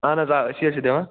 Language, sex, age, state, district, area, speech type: Kashmiri, male, 45-60, Jammu and Kashmir, Budgam, urban, conversation